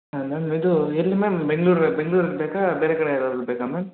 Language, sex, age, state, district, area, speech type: Kannada, male, 18-30, Karnataka, Bangalore Urban, urban, conversation